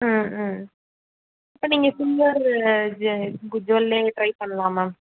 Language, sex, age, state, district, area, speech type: Tamil, female, 30-45, Tamil Nadu, Chennai, urban, conversation